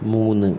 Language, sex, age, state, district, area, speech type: Malayalam, male, 18-30, Kerala, Palakkad, urban, read